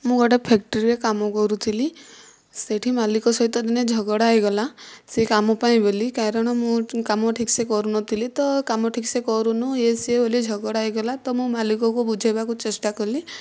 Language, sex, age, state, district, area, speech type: Odia, female, 45-60, Odisha, Kandhamal, rural, spontaneous